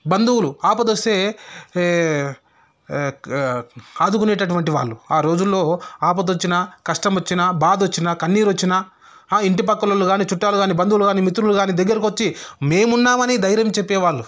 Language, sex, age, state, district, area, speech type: Telugu, male, 30-45, Telangana, Sangareddy, rural, spontaneous